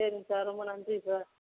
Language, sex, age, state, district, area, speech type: Tamil, female, 45-60, Tamil Nadu, Tiruchirappalli, rural, conversation